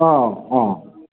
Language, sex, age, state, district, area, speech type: Bodo, male, 60+, Assam, Chirang, urban, conversation